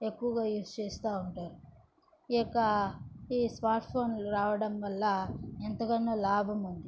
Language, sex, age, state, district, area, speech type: Telugu, female, 18-30, Andhra Pradesh, Chittoor, rural, spontaneous